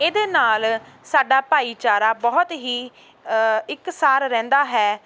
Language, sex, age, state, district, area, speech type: Punjabi, female, 18-30, Punjab, Ludhiana, urban, spontaneous